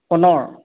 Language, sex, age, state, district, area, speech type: Assamese, female, 60+, Assam, Sivasagar, urban, conversation